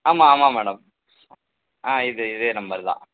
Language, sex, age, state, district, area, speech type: Tamil, male, 45-60, Tamil Nadu, Mayiladuthurai, rural, conversation